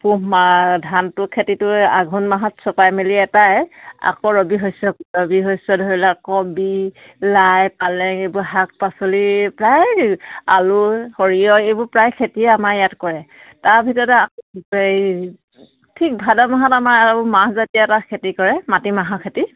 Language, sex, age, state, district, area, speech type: Assamese, female, 45-60, Assam, Charaideo, rural, conversation